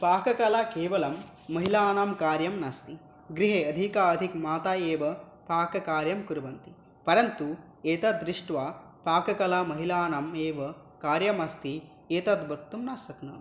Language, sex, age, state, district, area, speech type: Sanskrit, male, 18-30, West Bengal, Dakshin Dinajpur, rural, spontaneous